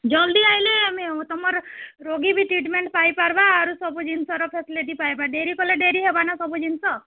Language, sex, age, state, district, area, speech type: Odia, female, 60+, Odisha, Boudh, rural, conversation